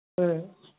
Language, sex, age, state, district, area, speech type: Manipuri, female, 45-60, Manipur, Kangpokpi, urban, conversation